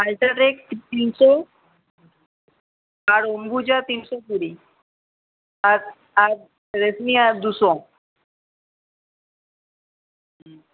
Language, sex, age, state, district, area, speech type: Bengali, male, 18-30, West Bengal, Uttar Dinajpur, urban, conversation